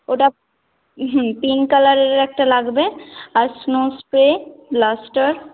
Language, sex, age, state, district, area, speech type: Bengali, female, 18-30, West Bengal, North 24 Parganas, rural, conversation